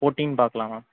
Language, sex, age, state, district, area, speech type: Tamil, male, 18-30, Tamil Nadu, Mayiladuthurai, rural, conversation